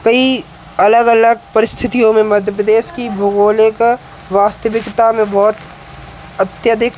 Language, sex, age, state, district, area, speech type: Hindi, male, 18-30, Madhya Pradesh, Hoshangabad, rural, spontaneous